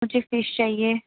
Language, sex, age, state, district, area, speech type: Urdu, female, 30-45, Delhi, Central Delhi, urban, conversation